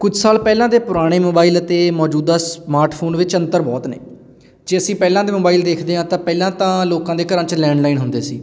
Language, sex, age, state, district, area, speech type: Punjabi, male, 18-30, Punjab, Patiala, urban, spontaneous